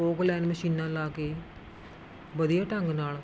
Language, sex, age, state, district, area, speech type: Punjabi, female, 45-60, Punjab, Rupnagar, rural, spontaneous